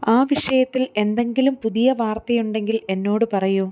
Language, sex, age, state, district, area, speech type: Malayalam, female, 30-45, Kerala, Alappuzha, rural, read